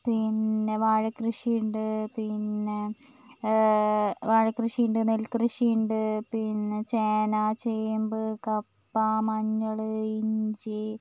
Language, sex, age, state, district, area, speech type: Malayalam, female, 45-60, Kerala, Wayanad, rural, spontaneous